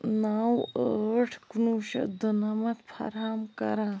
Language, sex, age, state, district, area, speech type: Kashmiri, female, 18-30, Jammu and Kashmir, Bandipora, rural, read